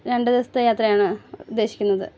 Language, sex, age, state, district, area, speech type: Malayalam, female, 30-45, Kerala, Ernakulam, rural, spontaneous